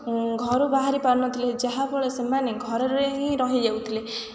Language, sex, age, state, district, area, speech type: Odia, female, 18-30, Odisha, Kendrapara, urban, spontaneous